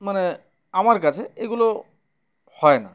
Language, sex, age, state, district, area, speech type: Bengali, male, 30-45, West Bengal, Uttar Dinajpur, urban, spontaneous